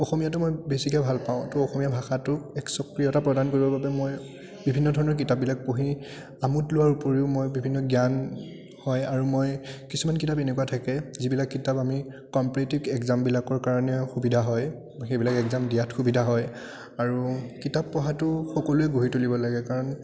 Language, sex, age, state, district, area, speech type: Assamese, male, 30-45, Assam, Biswanath, rural, spontaneous